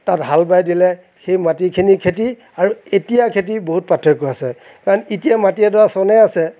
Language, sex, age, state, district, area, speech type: Assamese, male, 60+, Assam, Nagaon, rural, spontaneous